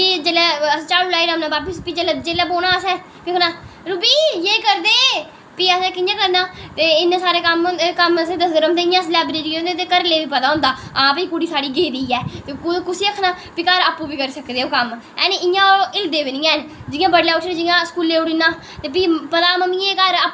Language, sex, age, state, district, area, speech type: Dogri, female, 30-45, Jammu and Kashmir, Udhampur, urban, spontaneous